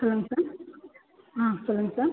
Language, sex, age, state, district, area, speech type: Tamil, female, 18-30, Tamil Nadu, Viluppuram, urban, conversation